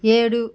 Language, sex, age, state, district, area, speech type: Telugu, female, 30-45, Andhra Pradesh, Sri Balaji, rural, read